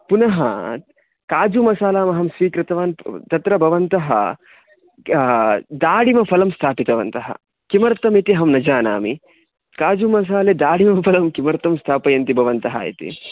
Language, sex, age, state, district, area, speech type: Sanskrit, male, 18-30, Karnataka, Chikkamagaluru, rural, conversation